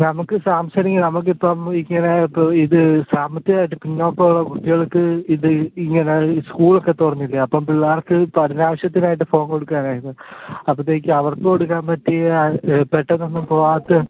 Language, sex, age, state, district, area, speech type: Malayalam, male, 18-30, Kerala, Alappuzha, rural, conversation